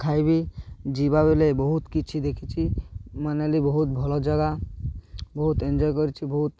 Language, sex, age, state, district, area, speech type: Odia, male, 18-30, Odisha, Malkangiri, urban, spontaneous